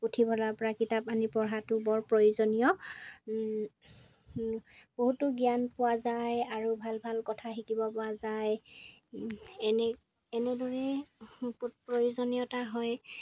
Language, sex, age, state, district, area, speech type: Assamese, female, 30-45, Assam, Golaghat, rural, spontaneous